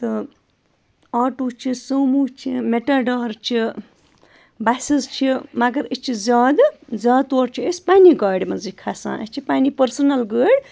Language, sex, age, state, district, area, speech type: Kashmiri, female, 30-45, Jammu and Kashmir, Bandipora, rural, spontaneous